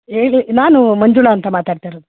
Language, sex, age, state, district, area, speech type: Kannada, female, 60+, Karnataka, Mandya, rural, conversation